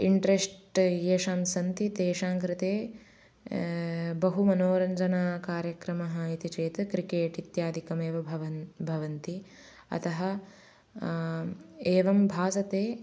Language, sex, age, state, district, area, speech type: Sanskrit, female, 18-30, Karnataka, Uttara Kannada, rural, spontaneous